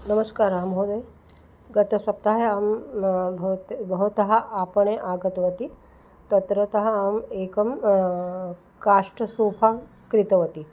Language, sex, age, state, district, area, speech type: Sanskrit, female, 60+, Maharashtra, Nagpur, urban, spontaneous